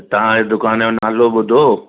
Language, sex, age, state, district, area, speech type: Sindhi, male, 60+, Maharashtra, Thane, urban, conversation